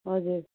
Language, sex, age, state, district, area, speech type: Nepali, female, 45-60, West Bengal, Darjeeling, rural, conversation